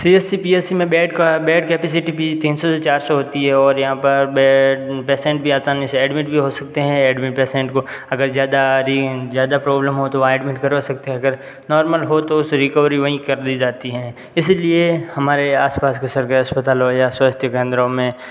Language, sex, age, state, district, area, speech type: Hindi, male, 18-30, Rajasthan, Jodhpur, urban, spontaneous